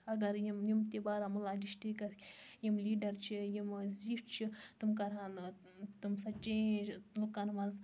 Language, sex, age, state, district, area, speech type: Kashmiri, female, 60+, Jammu and Kashmir, Baramulla, rural, spontaneous